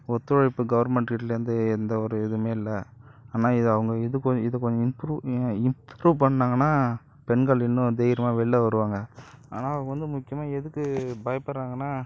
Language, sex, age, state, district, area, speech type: Tamil, male, 30-45, Tamil Nadu, Cuddalore, rural, spontaneous